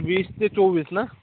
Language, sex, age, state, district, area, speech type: Marathi, male, 18-30, Maharashtra, Amravati, urban, conversation